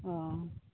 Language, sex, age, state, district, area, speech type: Santali, female, 45-60, West Bengal, Bankura, rural, conversation